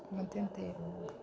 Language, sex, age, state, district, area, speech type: Kannada, female, 60+, Karnataka, Udupi, rural, spontaneous